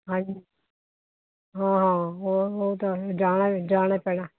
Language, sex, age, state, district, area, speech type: Punjabi, female, 45-60, Punjab, Hoshiarpur, urban, conversation